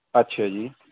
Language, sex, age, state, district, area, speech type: Punjabi, male, 30-45, Punjab, Barnala, rural, conversation